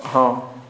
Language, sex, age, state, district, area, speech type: Odia, male, 18-30, Odisha, Rayagada, urban, spontaneous